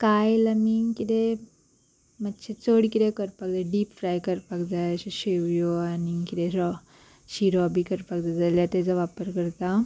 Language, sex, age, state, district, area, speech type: Goan Konkani, female, 18-30, Goa, Ponda, rural, spontaneous